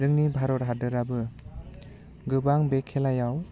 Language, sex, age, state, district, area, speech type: Bodo, male, 18-30, Assam, Udalguri, rural, spontaneous